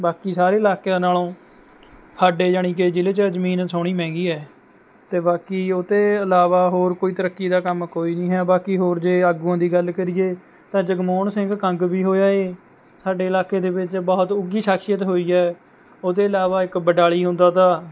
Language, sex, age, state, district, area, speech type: Punjabi, male, 18-30, Punjab, Mohali, rural, spontaneous